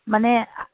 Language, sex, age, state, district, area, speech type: Assamese, female, 18-30, Assam, Udalguri, urban, conversation